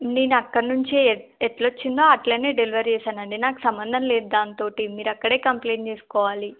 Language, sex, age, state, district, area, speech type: Telugu, female, 18-30, Telangana, Adilabad, rural, conversation